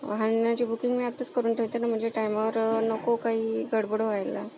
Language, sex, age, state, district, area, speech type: Marathi, female, 18-30, Maharashtra, Akola, rural, spontaneous